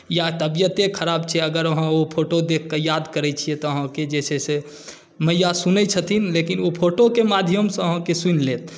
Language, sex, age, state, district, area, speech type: Maithili, male, 30-45, Bihar, Saharsa, rural, spontaneous